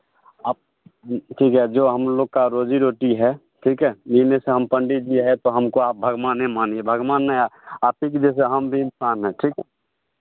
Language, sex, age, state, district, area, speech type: Hindi, male, 30-45, Bihar, Madhepura, rural, conversation